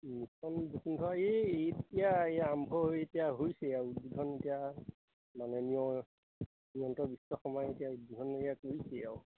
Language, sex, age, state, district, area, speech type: Assamese, male, 45-60, Assam, Majuli, rural, conversation